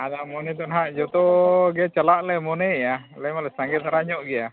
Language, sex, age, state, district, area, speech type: Santali, male, 45-60, Odisha, Mayurbhanj, rural, conversation